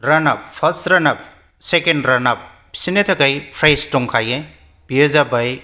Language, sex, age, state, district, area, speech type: Bodo, male, 45-60, Assam, Kokrajhar, rural, spontaneous